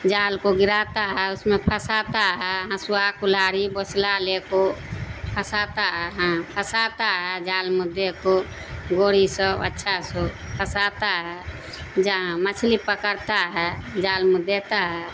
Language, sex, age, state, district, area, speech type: Urdu, female, 60+, Bihar, Darbhanga, rural, spontaneous